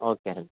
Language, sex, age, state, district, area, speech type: Telugu, male, 18-30, Andhra Pradesh, Anantapur, urban, conversation